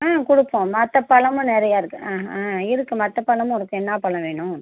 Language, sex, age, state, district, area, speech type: Tamil, female, 45-60, Tamil Nadu, Tiruchirappalli, rural, conversation